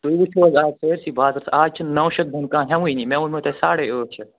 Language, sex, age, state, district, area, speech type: Kashmiri, male, 30-45, Jammu and Kashmir, Anantnag, rural, conversation